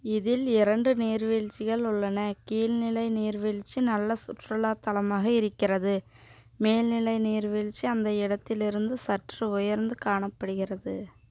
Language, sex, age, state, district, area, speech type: Tamil, female, 18-30, Tamil Nadu, Coimbatore, rural, read